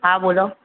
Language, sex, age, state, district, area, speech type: Gujarati, male, 18-30, Gujarat, Aravalli, urban, conversation